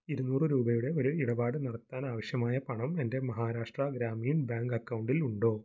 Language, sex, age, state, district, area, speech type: Malayalam, male, 18-30, Kerala, Thrissur, urban, read